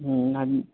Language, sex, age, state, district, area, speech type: Urdu, male, 18-30, Bihar, Gaya, rural, conversation